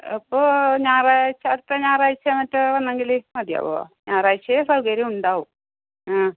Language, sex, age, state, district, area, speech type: Malayalam, female, 45-60, Kerala, Kasaragod, rural, conversation